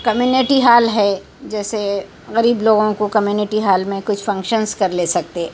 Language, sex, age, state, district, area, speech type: Urdu, female, 60+, Telangana, Hyderabad, urban, spontaneous